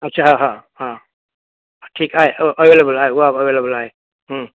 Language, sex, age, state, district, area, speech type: Sindhi, male, 60+, Maharashtra, Mumbai City, urban, conversation